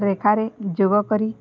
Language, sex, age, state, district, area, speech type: Odia, female, 18-30, Odisha, Balangir, urban, spontaneous